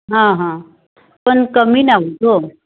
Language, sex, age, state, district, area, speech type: Marathi, female, 45-60, Maharashtra, Raigad, rural, conversation